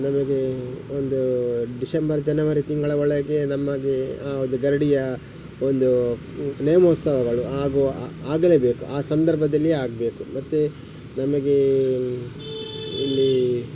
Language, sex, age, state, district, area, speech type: Kannada, male, 45-60, Karnataka, Udupi, rural, spontaneous